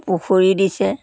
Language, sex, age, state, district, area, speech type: Assamese, female, 60+, Assam, Dhemaji, rural, spontaneous